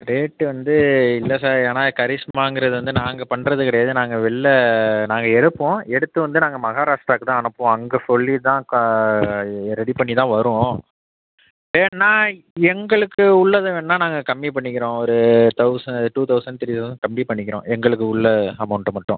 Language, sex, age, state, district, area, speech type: Tamil, male, 18-30, Tamil Nadu, Mayiladuthurai, rural, conversation